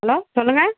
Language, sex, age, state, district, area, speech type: Tamil, female, 30-45, Tamil Nadu, Dharmapuri, rural, conversation